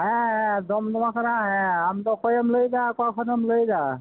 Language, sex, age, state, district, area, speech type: Santali, male, 45-60, West Bengal, Birbhum, rural, conversation